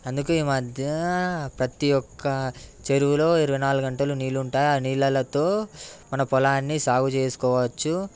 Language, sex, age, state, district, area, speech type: Telugu, male, 18-30, Telangana, Ranga Reddy, urban, spontaneous